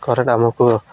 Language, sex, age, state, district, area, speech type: Odia, male, 18-30, Odisha, Malkangiri, urban, spontaneous